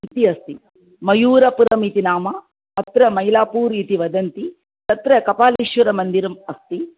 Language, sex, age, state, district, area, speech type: Sanskrit, female, 45-60, Andhra Pradesh, Chittoor, urban, conversation